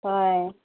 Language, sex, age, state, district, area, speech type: Manipuri, female, 30-45, Manipur, Kangpokpi, urban, conversation